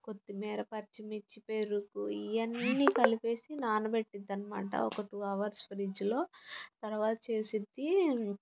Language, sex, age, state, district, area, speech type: Telugu, female, 30-45, Andhra Pradesh, Guntur, rural, spontaneous